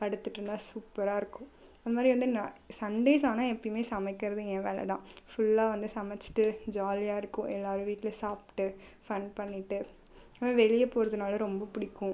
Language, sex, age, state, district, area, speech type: Tamil, female, 18-30, Tamil Nadu, Cuddalore, urban, spontaneous